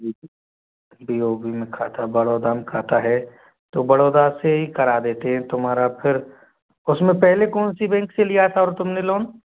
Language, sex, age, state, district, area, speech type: Hindi, male, 18-30, Rajasthan, Jodhpur, rural, conversation